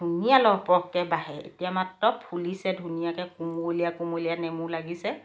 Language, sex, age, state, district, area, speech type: Assamese, female, 60+, Assam, Lakhimpur, urban, spontaneous